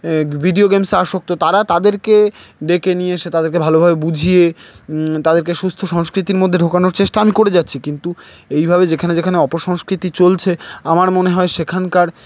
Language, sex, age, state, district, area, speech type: Bengali, male, 18-30, West Bengal, Howrah, urban, spontaneous